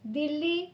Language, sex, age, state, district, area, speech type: Bengali, female, 45-60, West Bengal, North 24 Parganas, urban, spontaneous